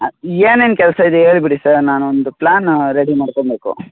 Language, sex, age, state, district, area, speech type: Kannada, male, 45-60, Karnataka, Tumkur, rural, conversation